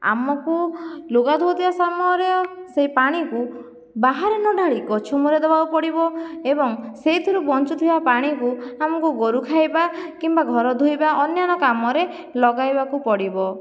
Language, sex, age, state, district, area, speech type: Odia, female, 30-45, Odisha, Jajpur, rural, spontaneous